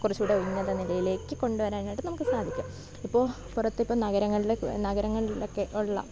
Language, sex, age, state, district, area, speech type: Malayalam, female, 18-30, Kerala, Thiruvananthapuram, rural, spontaneous